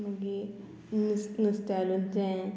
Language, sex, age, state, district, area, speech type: Goan Konkani, female, 18-30, Goa, Murmgao, rural, spontaneous